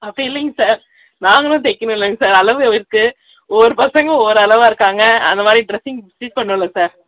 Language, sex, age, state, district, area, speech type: Tamil, female, 30-45, Tamil Nadu, Krishnagiri, rural, conversation